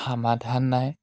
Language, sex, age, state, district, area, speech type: Assamese, male, 18-30, Assam, Charaideo, rural, spontaneous